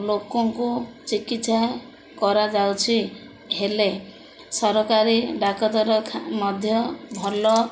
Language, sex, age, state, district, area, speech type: Odia, female, 45-60, Odisha, Koraput, urban, spontaneous